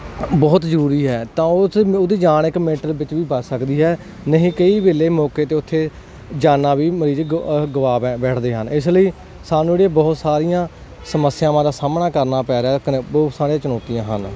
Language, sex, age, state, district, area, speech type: Punjabi, male, 18-30, Punjab, Hoshiarpur, rural, spontaneous